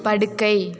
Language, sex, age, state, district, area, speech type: Tamil, female, 18-30, Tamil Nadu, Thanjavur, rural, read